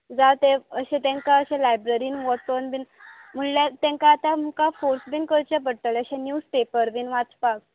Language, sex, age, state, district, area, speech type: Goan Konkani, female, 18-30, Goa, Bardez, rural, conversation